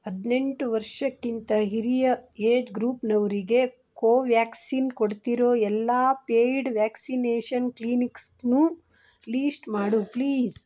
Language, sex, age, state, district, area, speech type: Kannada, female, 45-60, Karnataka, Shimoga, rural, read